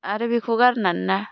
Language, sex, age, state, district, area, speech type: Bodo, female, 18-30, Assam, Baksa, rural, spontaneous